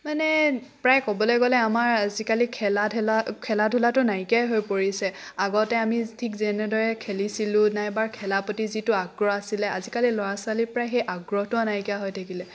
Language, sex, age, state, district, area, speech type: Assamese, female, 18-30, Assam, Charaideo, rural, spontaneous